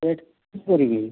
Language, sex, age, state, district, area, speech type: Odia, male, 45-60, Odisha, Boudh, rural, conversation